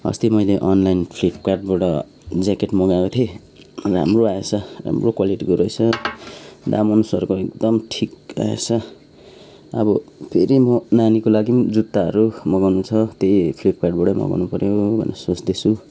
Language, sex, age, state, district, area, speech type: Nepali, male, 30-45, West Bengal, Kalimpong, rural, spontaneous